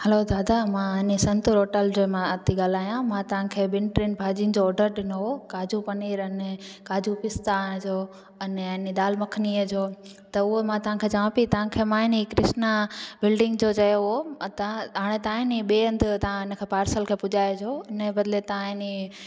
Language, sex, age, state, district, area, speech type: Sindhi, female, 18-30, Gujarat, Junagadh, urban, spontaneous